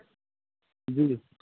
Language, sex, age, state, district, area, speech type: Urdu, male, 18-30, Uttar Pradesh, Azamgarh, urban, conversation